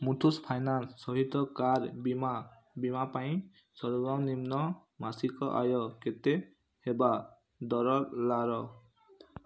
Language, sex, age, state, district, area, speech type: Odia, male, 18-30, Odisha, Bargarh, urban, read